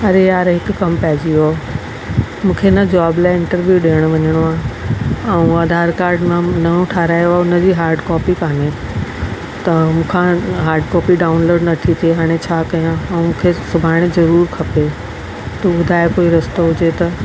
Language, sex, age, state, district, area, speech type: Sindhi, female, 45-60, Delhi, South Delhi, urban, spontaneous